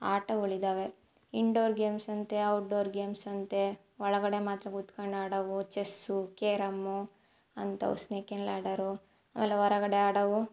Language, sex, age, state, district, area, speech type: Kannada, female, 18-30, Karnataka, Chitradurga, rural, spontaneous